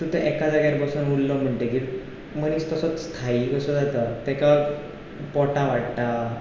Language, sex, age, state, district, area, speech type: Goan Konkani, male, 18-30, Goa, Ponda, rural, spontaneous